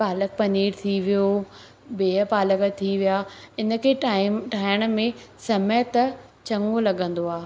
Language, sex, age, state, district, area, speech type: Sindhi, female, 18-30, Madhya Pradesh, Katni, rural, spontaneous